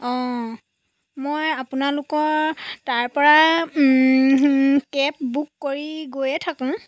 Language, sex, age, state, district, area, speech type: Assamese, female, 30-45, Assam, Jorhat, urban, spontaneous